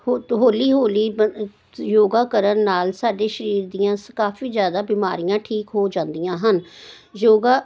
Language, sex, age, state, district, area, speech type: Punjabi, female, 60+, Punjab, Jalandhar, urban, spontaneous